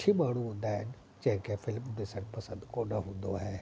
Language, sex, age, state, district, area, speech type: Sindhi, male, 45-60, Delhi, South Delhi, urban, spontaneous